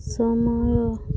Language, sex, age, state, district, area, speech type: Odia, female, 45-60, Odisha, Subarnapur, urban, read